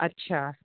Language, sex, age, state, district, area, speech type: Sindhi, female, 30-45, Uttar Pradesh, Lucknow, urban, conversation